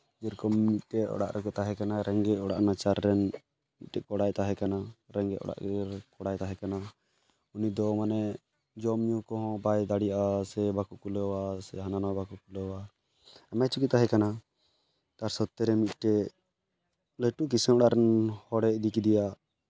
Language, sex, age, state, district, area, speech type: Santali, male, 18-30, West Bengal, Malda, rural, spontaneous